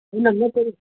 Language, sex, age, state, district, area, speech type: Odia, male, 18-30, Odisha, Bhadrak, rural, conversation